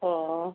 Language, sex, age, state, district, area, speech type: Assamese, female, 45-60, Assam, Morigaon, rural, conversation